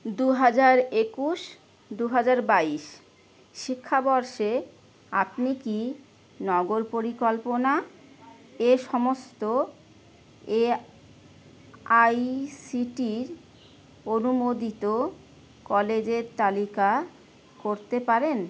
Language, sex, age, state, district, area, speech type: Bengali, female, 30-45, West Bengal, Howrah, urban, read